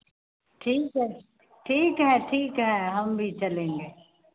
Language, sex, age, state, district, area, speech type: Hindi, female, 45-60, Bihar, Madhepura, rural, conversation